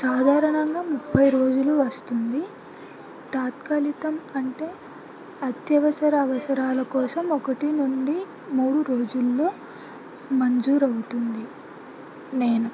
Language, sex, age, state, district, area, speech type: Telugu, female, 18-30, Andhra Pradesh, Anantapur, urban, spontaneous